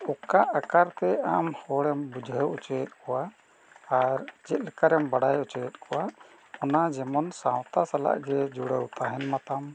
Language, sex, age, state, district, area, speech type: Santali, male, 60+, Odisha, Mayurbhanj, rural, spontaneous